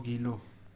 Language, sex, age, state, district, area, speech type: Nepali, male, 18-30, West Bengal, Darjeeling, rural, read